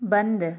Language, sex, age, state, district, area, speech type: Hindi, female, 18-30, Madhya Pradesh, Ujjain, rural, read